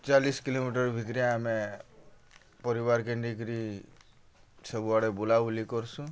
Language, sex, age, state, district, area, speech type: Odia, male, 45-60, Odisha, Bargarh, rural, spontaneous